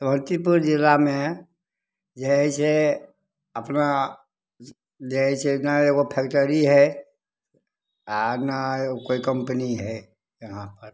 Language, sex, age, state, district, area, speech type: Maithili, male, 60+, Bihar, Samastipur, rural, spontaneous